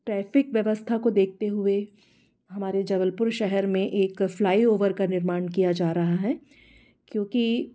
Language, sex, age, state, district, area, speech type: Hindi, female, 45-60, Madhya Pradesh, Jabalpur, urban, spontaneous